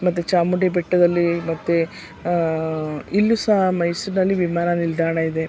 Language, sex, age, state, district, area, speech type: Kannada, female, 60+, Karnataka, Mysore, urban, spontaneous